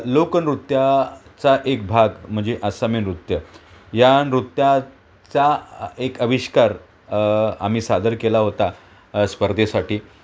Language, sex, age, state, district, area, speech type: Marathi, male, 45-60, Maharashtra, Thane, rural, spontaneous